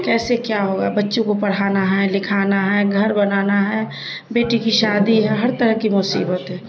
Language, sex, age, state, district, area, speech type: Urdu, female, 30-45, Bihar, Darbhanga, urban, spontaneous